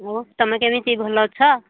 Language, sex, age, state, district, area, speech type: Odia, female, 60+, Odisha, Angul, rural, conversation